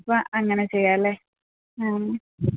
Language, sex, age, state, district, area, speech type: Malayalam, female, 30-45, Kerala, Idukki, rural, conversation